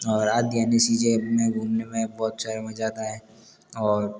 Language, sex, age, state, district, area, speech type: Hindi, male, 18-30, Rajasthan, Jodhpur, rural, spontaneous